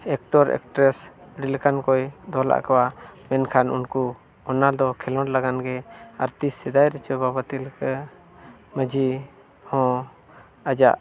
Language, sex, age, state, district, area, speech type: Santali, male, 45-60, Odisha, Mayurbhanj, rural, spontaneous